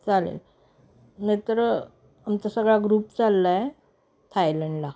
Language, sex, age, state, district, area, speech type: Marathi, female, 45-60, Maharashtra, Sangli, urban, spontaneous